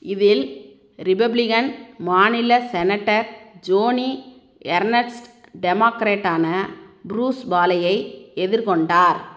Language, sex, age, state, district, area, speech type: Tamil, female, 60+, Tamil Nadu, Tiruchirappalli, rural, read